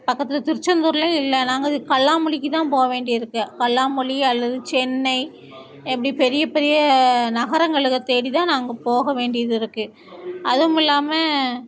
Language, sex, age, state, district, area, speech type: Tamil, female, 45-60, Tamil Nadu, Thoothukudi, rural, spontaneous